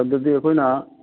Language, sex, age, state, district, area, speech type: Manipuri, male, 60+, Manipur, Imphal East, rural, conversation